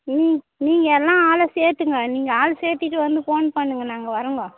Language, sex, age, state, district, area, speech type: Tamil, female, 30-45, Tamil Nadu, Tirupattur, rural, conversation